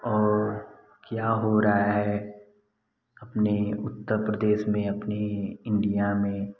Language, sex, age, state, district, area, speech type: Hindi, male, 18-30, Uttar Pradesh, Prayagraj, rural, spontaneous